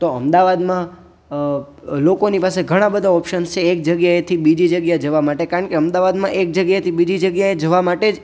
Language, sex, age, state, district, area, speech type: Gujarati, male, 18-30, Gujarat, Junagadh, urban, spontaneous